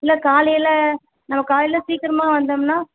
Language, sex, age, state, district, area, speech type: Tamil, female, 30-45, Tamil Nadu, Salem, rural, conversation